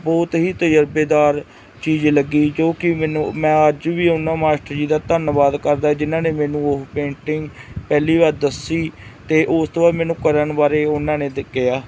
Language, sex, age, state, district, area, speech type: Punjabi, male, 18-30, Punjab, Mansa, urban, spontaneous